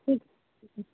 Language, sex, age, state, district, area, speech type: Urdu, female, 18-30, Bihar, Saharsa, rural, conversation